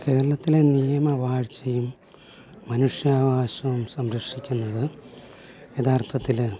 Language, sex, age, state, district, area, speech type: Malayalam, male, 45-60, Kerala, Alappuzha, urban, spontaneous